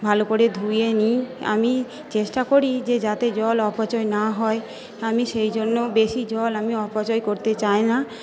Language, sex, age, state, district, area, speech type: Bengali, female, 45-60, West Bengal, Purba Bardhaman, urban, spontaneous